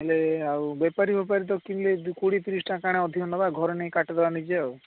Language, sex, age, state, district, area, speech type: Odia, male, 18-30, Odisha, Ganjam, urban, conversation